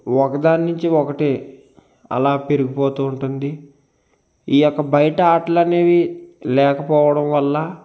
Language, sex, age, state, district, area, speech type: Telugu, male, 30-45, Andhra Pradesh, Konaseema, rural, spontaneous